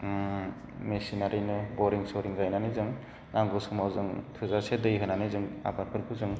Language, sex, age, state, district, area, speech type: Bodo, male, 30-45, Assam, Udalguri, rural, spontaneous